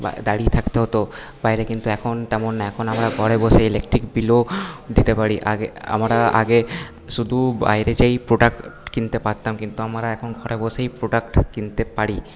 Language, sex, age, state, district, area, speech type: Bengali, male, 18-30, West Bengal, Paschim Bardhaman, urban, spontaneous